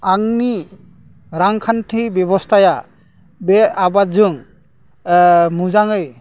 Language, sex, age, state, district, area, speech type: Bodo, male, 45-60, Assam, Udalguri, rural, spontaneous